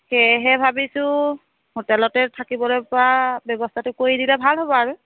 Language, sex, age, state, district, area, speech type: Assamese, female, 45-60, Assam, Golaghat, rural, conversation